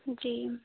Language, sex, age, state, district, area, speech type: Hindi, female, 30-45, Uttar Pradesh, Chandauli, rural, conversation